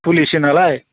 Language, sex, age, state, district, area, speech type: Bodo, male, 60+, Assam, Chirang, rural, conversation